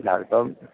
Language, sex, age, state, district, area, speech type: Malayalam, male, 45-60, Kerala, Thiruvananthapuram, urban, conversation